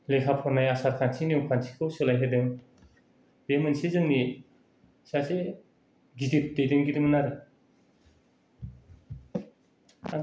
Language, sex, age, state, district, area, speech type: Bodo, male, 30-45, Assam, Kokrajhar, rural, spontaneous